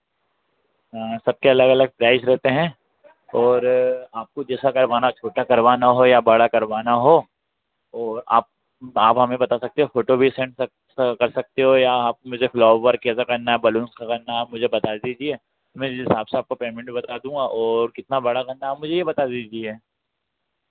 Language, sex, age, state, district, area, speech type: Hindi, male, 30-45, Madhya Pradesh, Harda, urban, conversation